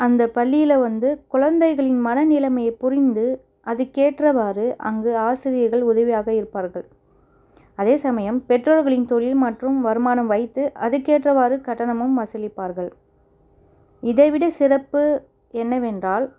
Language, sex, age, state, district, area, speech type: Tamil, female, 30-45, Tamil Nadu, Chennai, urban, spontaneous